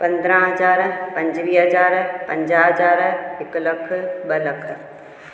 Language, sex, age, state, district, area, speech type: Sindhi, female, 45-60, Gujarat, Junagadh, rural, spontaneous